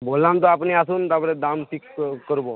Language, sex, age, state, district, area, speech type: Bengali, male, 18-30, West Bengal, Uttar Dinajpur, urban, conversation